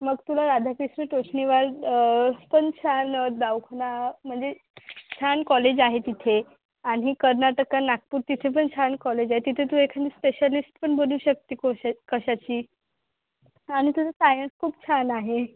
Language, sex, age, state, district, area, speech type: Marathi, female, 18-30, Maharashtra, Akola, rural, conversation